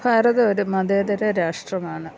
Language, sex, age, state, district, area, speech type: Malayalam, female, 45-60, Kerala, Thiruvananthapuram, urban, spontaneous